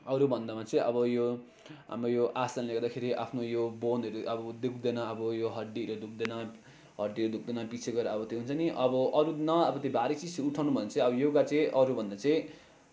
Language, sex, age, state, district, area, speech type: Nepali, male, 30-45, West Bengal, Darjeeling, rural, spontaneous